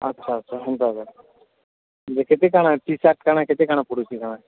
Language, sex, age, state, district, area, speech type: Odia, female, 45-60, Odisha, Nuapada, urban, conversation